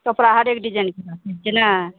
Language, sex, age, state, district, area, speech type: Maithili, female, 45-60, Bihar, Madhepura, rural, conversation